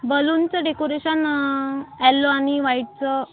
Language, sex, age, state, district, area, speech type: Marathi, female, 18-30, Maharashtra, Amravati, rural, conversation